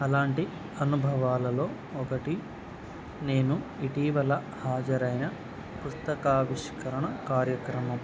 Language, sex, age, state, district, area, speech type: Telugu, male, 18-30, Andhra Pradesh, Nandyal, urban, spontaneous